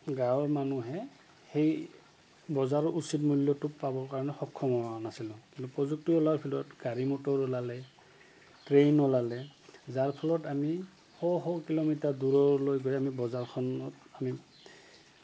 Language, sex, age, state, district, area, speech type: Assamese, male, 45-60, Assam, Goalpara, urban, spontaneous